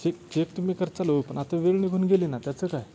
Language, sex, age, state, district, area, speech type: Marathi, male, 18-30, Maharashtra, Satara, rural, spontaneous